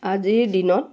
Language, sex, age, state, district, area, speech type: Assamese, female, 45-60, Assam, Tinsukia, rural, spontaneous